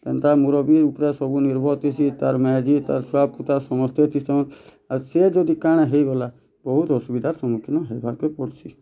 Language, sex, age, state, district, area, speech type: Odia, male, 30-45, Odisha, Bargarh, urban, spontaneous